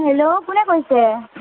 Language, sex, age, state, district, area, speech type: Assamese, female, 18-30, Assam, Tinsukia, urban, conversation